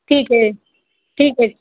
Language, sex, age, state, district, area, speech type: Hindi, female, 18-30, Madhya Pradesh, Indore, urban, conversation